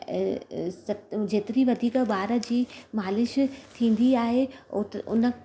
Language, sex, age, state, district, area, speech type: Sindhi, female, 30-45, Gujarat, Surat, urban, spontaneous